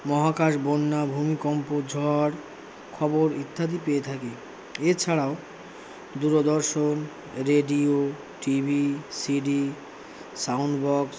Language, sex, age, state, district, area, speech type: Bengali, male, 60+, West Bengal, Purba Bardhaman, rural, spontaneous